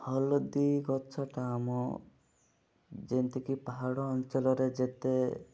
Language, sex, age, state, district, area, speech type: Odia, male, 30-45, Odisha, Malkangiri, urban, spontaneous